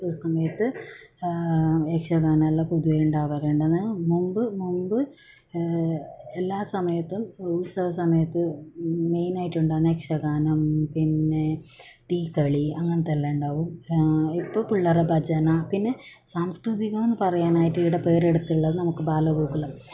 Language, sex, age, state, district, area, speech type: Malayalam, female, 18-30, Kerala, Kasaragod, rural, spontaneous